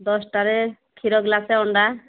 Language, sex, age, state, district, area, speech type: Odia, female, 45-60, Odisha, Angul, rural, conversation